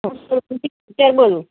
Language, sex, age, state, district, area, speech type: Gujarati, female, 30-45, Gujarat, Kheda, rural, conversation